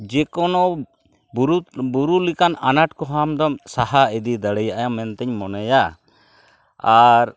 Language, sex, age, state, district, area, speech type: Santali, male, 45-60, West Bengal, Purulia, rural, spontaneous